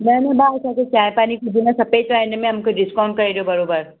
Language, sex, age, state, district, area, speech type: Sindhi, female, 45-60, Maharashtra, Mumbai Suburban, urban, conversation